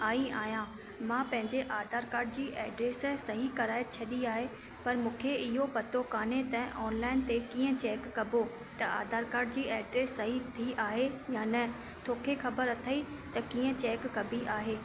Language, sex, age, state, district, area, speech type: Sindhi, female, 30-45, Rajasthan, Ajmer, urban, spontaneous